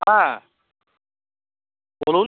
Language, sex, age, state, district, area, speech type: Bengali, male, 18-30, West Bengal, Uttar Dinajpur, rural, conversation